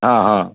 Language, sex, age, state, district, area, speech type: Maithili, male, 60+, Bihar, Madhubani, rural, conversation